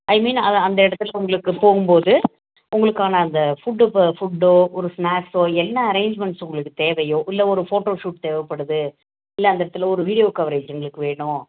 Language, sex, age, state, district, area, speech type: Tamil, female, 60+, Tamil Nadu, Salem, rural, conversation